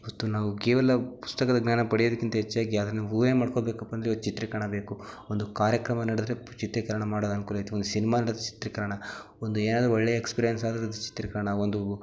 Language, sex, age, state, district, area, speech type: Kannada, male, 18-30, Karnataka, Dharwad, urban, spontaneous